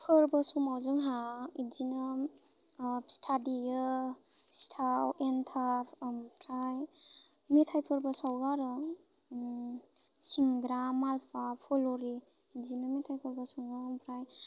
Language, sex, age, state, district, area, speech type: Bodo, female, 18-30, Assam, Baksa, rural, spontaneous